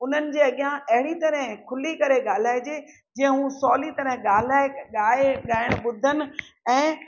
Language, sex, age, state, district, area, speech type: Sindhi, female, 60+, Rajasthan, Ajmer, urban, spontaneous